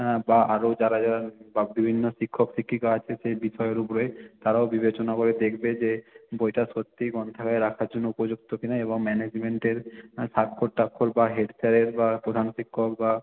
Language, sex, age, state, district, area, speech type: Bengali, male, 18-30, West Bengal, South 24 Parganas, rural, conversation